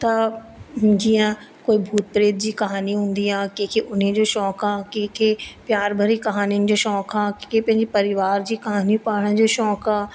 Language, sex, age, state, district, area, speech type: Sindhi, female, 30-45, Madhya Pradesh, Katni, urban, spontaneous